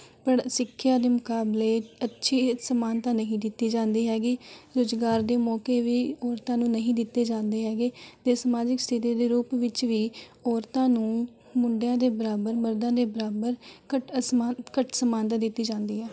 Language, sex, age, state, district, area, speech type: Punjabi, female, 18-30, Punjab, Rupnagar, urban, spontaneous